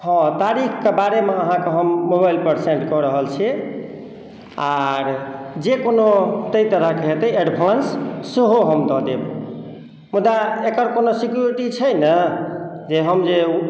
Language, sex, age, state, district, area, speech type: Maithili, male, 60+, Bihar, Madhubani, urban, spontaneous